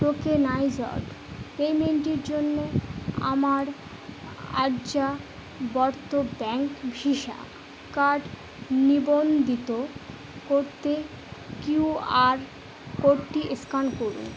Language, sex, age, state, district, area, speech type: Bengali, female, 18-30, West Bengal, Howrah, urban, read